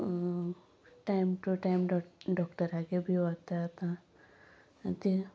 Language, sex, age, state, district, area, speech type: Goan Konkani, female, 30-45, Goa, Sanguem, rural, spontaneous